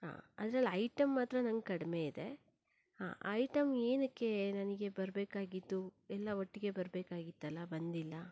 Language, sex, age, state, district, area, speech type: Kannada, female, 30-45, Karnataka, Shimoga, rural, spontaneous